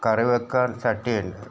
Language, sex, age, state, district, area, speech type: Malayalam, male, 60+, Kerala, Wayanad, rural, spontaneous